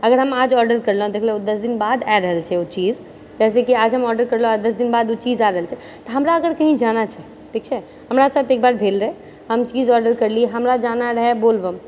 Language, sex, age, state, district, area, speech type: Maithili, female, 30-45, Bihar, Purnia, rural, spontaneous